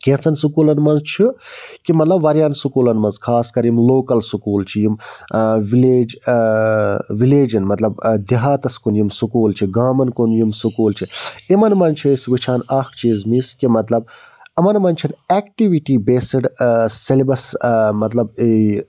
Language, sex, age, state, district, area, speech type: Kashmiri, male, 30-45, Jammu and Kashmir, Budgam, rural, spontaneous